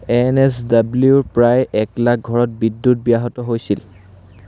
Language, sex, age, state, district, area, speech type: Assamese, male, 18-30, Assam, Sivasagar, rural, read